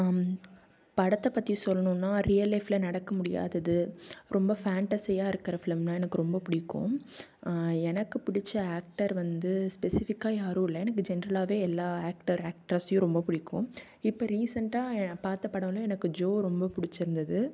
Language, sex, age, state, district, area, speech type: Tamil, female, 18-30, Tamil Nadu, Tiruppur, rural, spontaneous